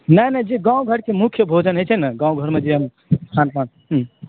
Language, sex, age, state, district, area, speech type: Maithili, male, 30-45, Bihar, Supaul, rural, conversation